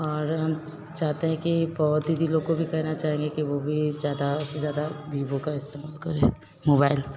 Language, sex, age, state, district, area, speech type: Hindi, female, 30-45, Bihar, Vaishali, urban, spontaneous